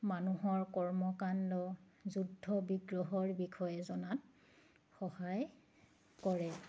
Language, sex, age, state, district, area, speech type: Assamese, female, 45-60, Assam, Charaideo, urban, spontaneous